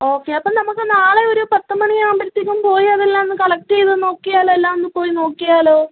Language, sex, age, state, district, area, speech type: Malayalam, female, 18-30, Kerala, Kollam, urban, conversation